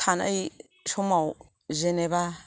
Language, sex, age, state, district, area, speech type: Bodo, female, 45-60, Assam, Kokrajhar, rural, spontaneous